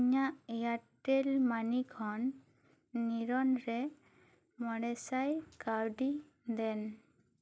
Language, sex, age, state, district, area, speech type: Santali, female, 18-30, West Bengal, Bankura, rural, read